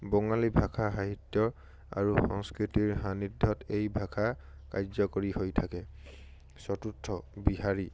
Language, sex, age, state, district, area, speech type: Assamese, male, 18-30, Assam, Charaideo, urban, spontaneous